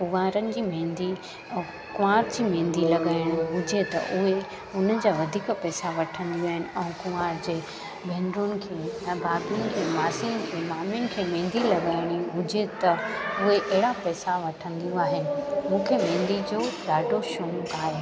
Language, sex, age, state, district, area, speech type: Sindhi, female, 30-45, Gujarat, Junagadh, urban, spontaneous